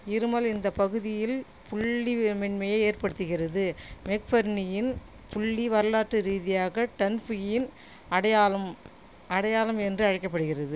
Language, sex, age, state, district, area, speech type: Tamil, female, 45-60, Tamil Nadu, Cuddalore, rural, read